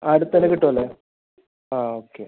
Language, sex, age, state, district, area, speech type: Malayalam, male, 18-30, Kerala, Kasaragod, rural, conversation